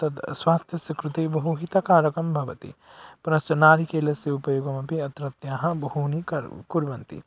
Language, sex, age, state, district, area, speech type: Sanskrit, male, 18-30, Odisha, Bargarh, rural, spontaneous